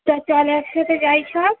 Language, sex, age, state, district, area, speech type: Bengali, female, 45-60, West Bengal, Uttar Dinajpur, urban, conversation